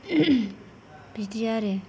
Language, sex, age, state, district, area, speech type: Bodo, female, 45-60, Assam, Kokrajhar, urban, spontaneous